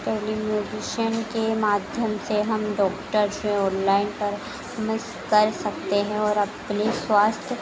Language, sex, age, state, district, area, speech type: Hindi, female, 18-30, Madhya Pradesh, Harda, urban, spontaneous